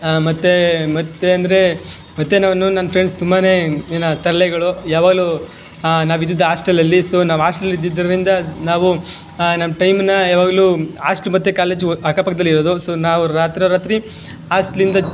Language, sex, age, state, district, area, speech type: Kannada, male, 18-30, Karnataka, Chamarajanagar, rural, spontaneous